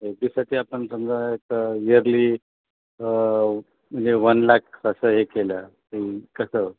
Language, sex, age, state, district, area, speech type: Marathi, male, 45-60, Maharashtra, Thane, rural, conversation